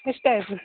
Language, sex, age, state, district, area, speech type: Kannada, female, 18-30, Karnataka, Dakshina Kannada, rural, conversation